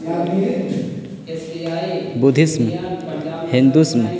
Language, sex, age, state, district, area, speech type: Urdu, male, 18-30, Uttar Pradesh, Balrampur, rural, spontaneous